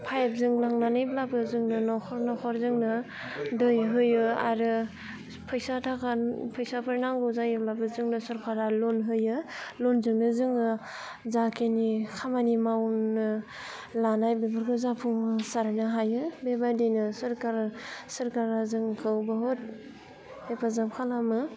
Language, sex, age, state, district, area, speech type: Bodo, female, 18-30, Assam, Udalguri, urban, spontaneous